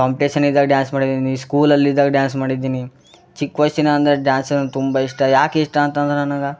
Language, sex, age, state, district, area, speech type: Kannada, male, 18-30, Karnataka, Gulbarga, urban, spontaneous